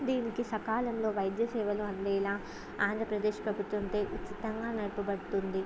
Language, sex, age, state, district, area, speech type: Telugu, female, 18-30, Andhra Pradesh, Visakhapatnam, urban, spontaneous